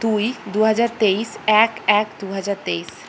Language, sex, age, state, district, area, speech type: Bengali, female, 45-60, West Bengal, Purba Bardhaman, urban, spontaneous